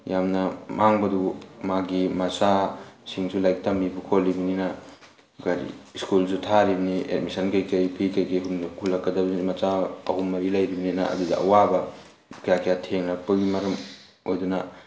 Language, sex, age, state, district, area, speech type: Manipuri, male, 18-30, Manipur, Tengnoupal, rural, spontaneous